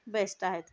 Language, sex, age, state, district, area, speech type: Marathi, female, 18-30, Maharashtra, Thane, urban, spontaneous